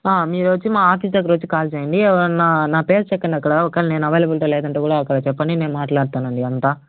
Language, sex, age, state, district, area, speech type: Telugu, male, 45-60, Andhra Pradesh, Chittoor, urban, conversation